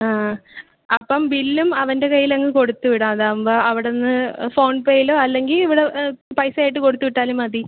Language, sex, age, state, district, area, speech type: Malayalam, female, 18-30, Kerala, Thiruvananthapuram, urban, conversation